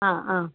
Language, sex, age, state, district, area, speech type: Malayalam, female, 45-60, Kerala, Kottayam, rural, conversation